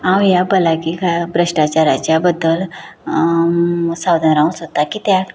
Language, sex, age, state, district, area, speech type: Goan Konkani, female, 30-45, Goa, Canacona, rural, spontaneous